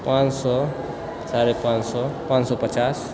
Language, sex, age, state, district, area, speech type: Maithili, male, 30-45, Bihar, Supaul, urban, spontaneous